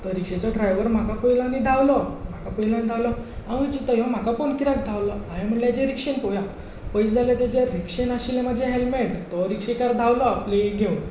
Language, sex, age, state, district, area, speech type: Goan Konkani, male, 18-30, Goa, Tiswadi, rural, spontaneous